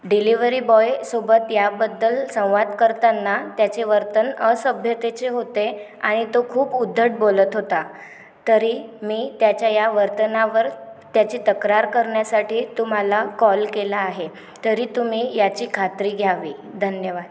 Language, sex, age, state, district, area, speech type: Marathi, female, 18-30, Maharashtra, Washim, rural, spontaneous